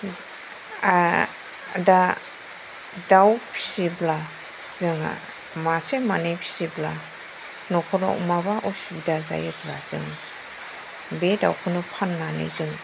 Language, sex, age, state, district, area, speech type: Bodo, male, 60+, Assam, Kokrajhar, urban, spontaneous